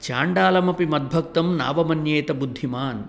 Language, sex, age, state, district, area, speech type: Sanskrit, male, 60+, Telangana, Peddapalli, urban, spontaneous